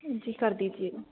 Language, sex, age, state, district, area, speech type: Hindi, female, 18-30, Madhya Pradesh, Hoshangabad, rural, conversation